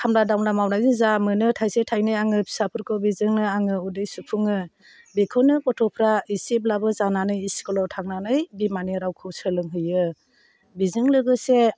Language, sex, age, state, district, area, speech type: Bodo, female, 45-60, Assam, Chirang, rural, spontaneous